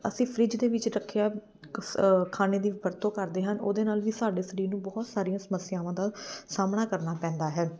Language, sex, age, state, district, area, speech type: Punjabi, female, 30-45, Punjab, Amritsar, urban, spontaneous